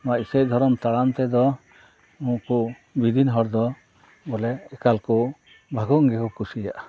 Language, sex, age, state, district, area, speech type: Santali, male, 60+, West Bengal, Purba Bardhaman, rural, spontaneous